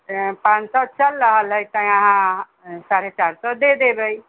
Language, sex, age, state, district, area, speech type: Maithili, female, 60+, Bihar, Sitamarhi, rural, conversation